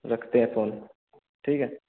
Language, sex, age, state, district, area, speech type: Hindi, male, 18-30, Bihar, Samastipur, urban, conversation